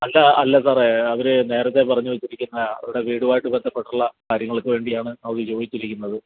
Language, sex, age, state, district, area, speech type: Malayalam, male, 45-60, Kerala, Alappuzha, urban, conversation